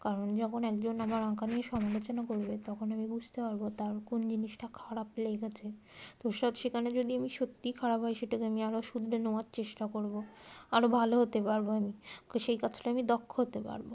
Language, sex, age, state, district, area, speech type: Bengali, female, 18-30, West Bengal, Darjeeling, urban, spontaneous